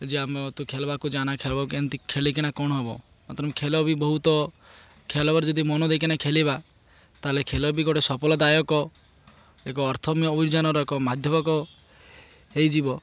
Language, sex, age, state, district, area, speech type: Odia, male, 30-45, Odisha, Malkangiri, urban, spontaneous